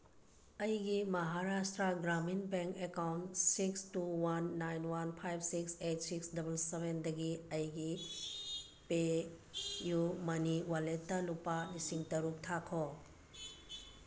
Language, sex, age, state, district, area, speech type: Manipuri, female, 45-60, Manipur, Tengnoupal, urban, read